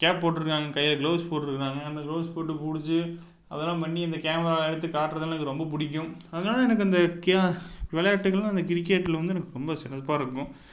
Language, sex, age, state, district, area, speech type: Tamil, male, 18-30, Tamil Nadu, Tiruppur, rural, spontaneous